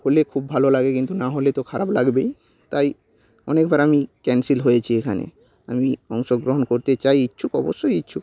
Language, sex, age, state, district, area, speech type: Bengali, male, 30-45, West Bengal, Nadia, rural, spontaneous